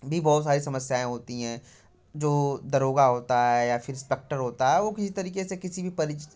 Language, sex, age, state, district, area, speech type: Hindi, male, 18-30, Uttar Pradesh, Prayagraj, urban, spontaneous